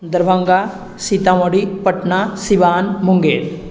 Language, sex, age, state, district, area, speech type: Maithili, male, 18-30, Bihar, Sitamarhi, rural, spontaneous